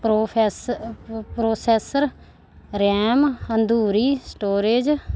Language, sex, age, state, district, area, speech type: Punjabi, female, 30-45, Punjab, Muktsar, urban, spontaneous